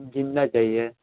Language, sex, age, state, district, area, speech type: Hindi, male, 18-30, Uttar Pradesh, Chandauli, urban, conversation